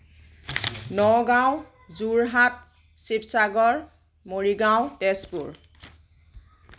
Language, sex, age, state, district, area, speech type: Assamese, female, 18-30, Assam, Nagaon, rural, spontaneous